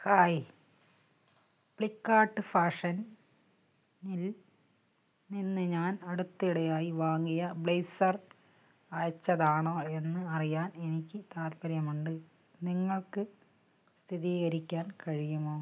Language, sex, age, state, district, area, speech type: Malayalam, female, 60+, Kerala, Wayanad, rural, read